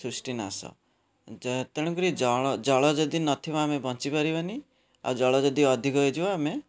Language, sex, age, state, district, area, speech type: Odia, male, 30-45, Odisha, Puri, urban, spontaneous